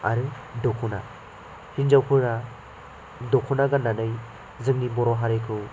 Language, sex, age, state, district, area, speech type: Bodo, male, 18-30, Assam, Chirang, urban, spontaneous